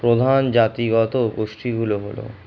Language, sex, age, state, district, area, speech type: Bengali, male, 60+, West Bengal, Purba Bardhaman, urban, spontaneous